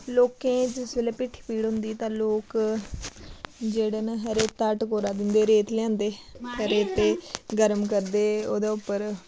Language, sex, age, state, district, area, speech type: Dogri, female, 18-30, Jammu and Kashmir, Udhampur, rural, spontaneous